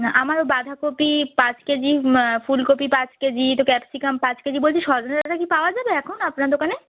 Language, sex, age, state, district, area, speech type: Bengali, female, 18-30, West Bengal, South 24 Parganas, rural, conversation